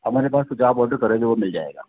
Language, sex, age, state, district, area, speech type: Hindi, male, 60+, Rajasthan, Jodhpur, urban, conversation